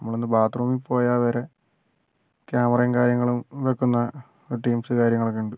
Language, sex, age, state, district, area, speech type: Malayalam, male, 60+, Kerala, Wayanad, rural, spontaneous